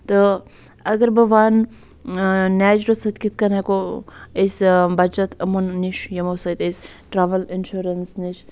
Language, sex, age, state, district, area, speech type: Kashmiri, female, 45-60, Jammu and Kashmir, Budgam, rural, spontaneous